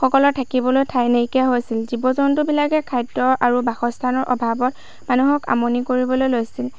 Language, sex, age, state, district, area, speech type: Assamese, female, 18-30, Assam, Lakhimpur, rural, spontaneous